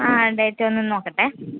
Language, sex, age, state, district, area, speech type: Malayalam, female, 30-45, Kerala, Thiruvananthapuram, urban, conversation